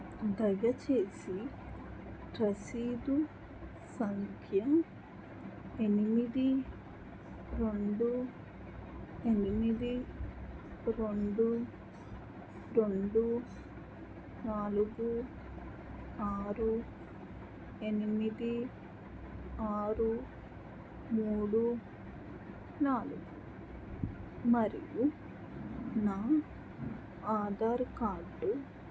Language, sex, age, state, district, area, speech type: Telugu, female, 18-30, Andhra Pradesh, Krishna, rural, read